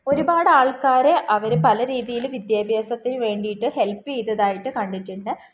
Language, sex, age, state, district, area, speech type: Malayalam, female, 18-30, Kerala, Palakkad, rural, spontaneous